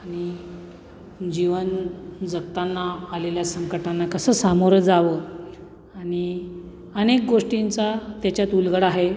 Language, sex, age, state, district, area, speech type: Marathi, male, 45-60, Maharashtra, Nashik, urban, spontaneous